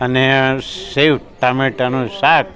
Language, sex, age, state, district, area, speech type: Gujarati, male, 60+, Gujarat, Rajkot, rural, spontaneous